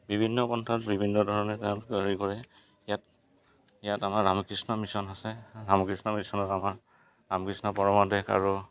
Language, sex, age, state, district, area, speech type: Assamese, male, 45-60, Assam, Goalpara, urban, spontaneous